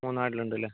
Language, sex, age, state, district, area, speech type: Malayalam, male, 60+, Kerala, Kozhikode, urban, conversation